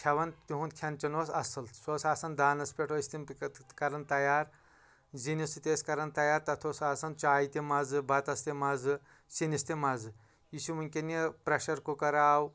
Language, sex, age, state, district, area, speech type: Kashmiri, male, 30-45, Jammu and Kashmir, Anantnag, rural, spontaneous